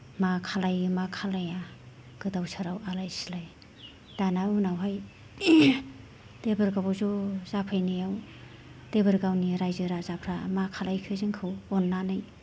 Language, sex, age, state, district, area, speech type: Bodo, female, 45-60, Assam, Kokrajhar, urban, spontaneous